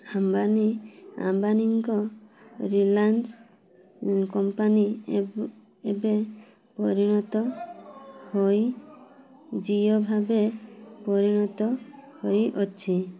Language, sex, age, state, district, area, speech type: Odia, female, 18-30, Odisha, Mayurbhanj, rural, spontaneous